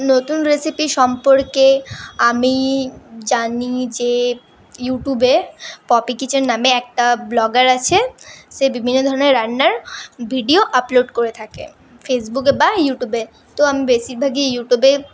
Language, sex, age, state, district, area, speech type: Bengali, female, 18-30, West Bengal, Paschim Bardhaman, urban, spontaneous